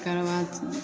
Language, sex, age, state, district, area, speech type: Maithili, female, 18-30, Bihar, Begusarai, urban, spontaneous